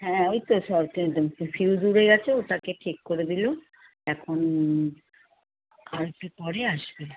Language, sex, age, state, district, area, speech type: Bengali, female, 60+, West Bengal, Kolkata, urban, conversation